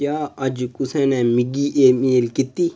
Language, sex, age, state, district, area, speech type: Dogri, male, 18-30, Jammu and Kashmir, Udhampur, rural, read